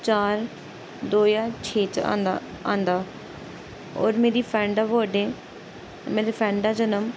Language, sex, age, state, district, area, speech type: Dogri, female, 18-30, Jammu and Kashmir, Samba, rural, spontaneous